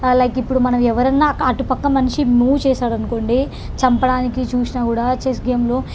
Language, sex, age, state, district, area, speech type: Telugu, female, 18-30, Andhra Pradesh, Krishna, urban, spontaneous